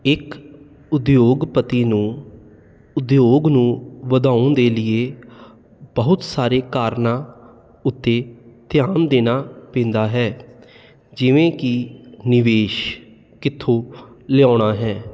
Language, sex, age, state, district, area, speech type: Punjabi, male, 30-45, Punjab, Jalandhar, urban, spontaneous